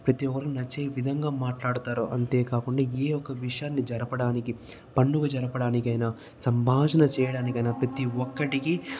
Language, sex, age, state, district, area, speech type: Telugu, male, 30-45, Andhra Pradesh, Chittoor, rural, spontaneous